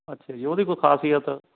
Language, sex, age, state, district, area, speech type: Punjabi, male, 45-60, Punjab, Fatehgarh Sahib, rural, conversation